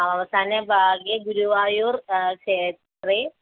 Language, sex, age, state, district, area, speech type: Sanskrit, female, 18-30, Kerala, Kozhikode, rural, conversation